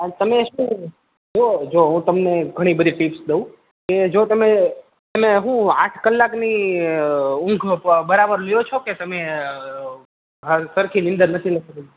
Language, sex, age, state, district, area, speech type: Gujarati, male, 18-30, Gujarat, Rajkot, urban, conversation